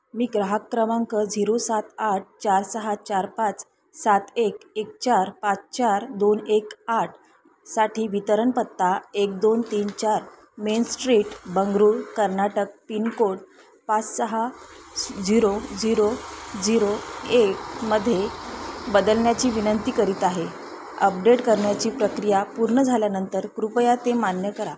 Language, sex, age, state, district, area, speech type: Marathi, female, 30-45, Maharashtra, Thane, urban, read